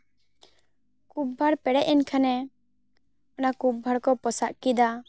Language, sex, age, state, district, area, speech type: Santali, female, 18-30, West Bengal, Jhargram, rural, spontaneous